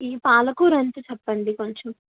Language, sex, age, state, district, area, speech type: Telugu, female, 18-30, Andhra Pradesh, Krishna, urban, conversation